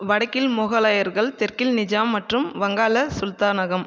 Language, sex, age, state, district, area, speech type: Tamil, female, 18-30, Tamil Nadu, Viluppuram, rural, read